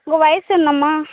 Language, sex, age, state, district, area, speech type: Tamil, female, 18-30, Tamil Nadu, Thoothukudi, rural, conversation